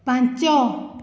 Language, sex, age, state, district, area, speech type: Odia, female, 18-30, Odisha, Dhenkanal, rural, read